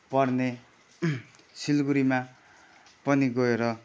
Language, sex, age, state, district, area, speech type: Nepali, male, 30-45, West Bengal, Kalimpong, rural, spontaneous